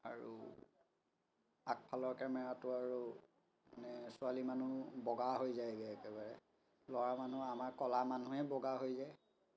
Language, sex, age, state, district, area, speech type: Assamese, male, 30-45, Assam, Biswanath, rural, spontaneous